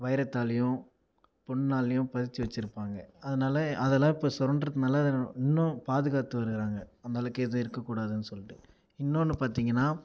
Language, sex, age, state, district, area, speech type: Tamil, male, 18-30, Tamil Nadu, Viluppuram, rural, spontaneous